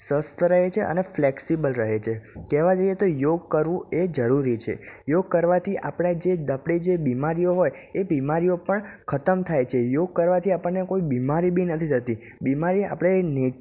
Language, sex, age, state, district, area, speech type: Gujarati, male, 18-30, Gujarat, Ahmedabad, urban, spontaneous